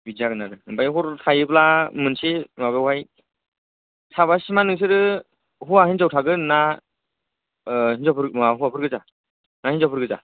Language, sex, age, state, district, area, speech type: Bodo, male, 30-45, Assam, Kokrajhar, rural, conversation